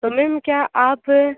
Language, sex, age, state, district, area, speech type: Hindi, female, 30-45, Uttar Pradesh, Sonbhadra, rural, conversation